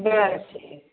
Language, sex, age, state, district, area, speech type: Odia, female, 60+, Odisha, Gajapati, rural, conversation